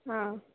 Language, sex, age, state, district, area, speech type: Kannada, female, 18-30, Karnataka, Tumkur, urban, conversation